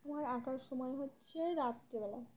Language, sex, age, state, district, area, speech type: Bengali, female, 18-30, West Bengal, Uttar Dinajpur, urban, spontaneous